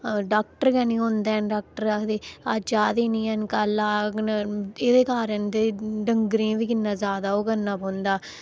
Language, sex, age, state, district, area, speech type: Dogri, female, 18-30, Jammu and Kashmir, Udhampur, rural, spontaneous